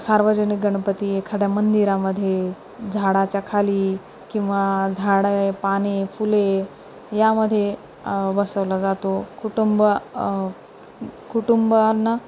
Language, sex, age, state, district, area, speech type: Marathi, female, 30-45, Maharashtra, Nanded, urban, spontaneous